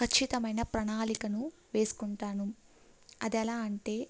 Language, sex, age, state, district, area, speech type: Telugu, female, 18-30, Andhra Pradesh, Kadapa, rural, spontaneous